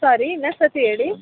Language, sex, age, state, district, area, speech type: Kannada, female, 30-45, Karnataka, Chitradurga, rural, conversation